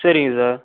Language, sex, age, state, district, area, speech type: Tamil, male, 18-30, Tamil Nadu, Pudukkottai, rural, conversation